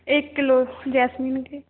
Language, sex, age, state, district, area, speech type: Hindi, female, 18-30, Rajasthan, Karauli, urban, conversation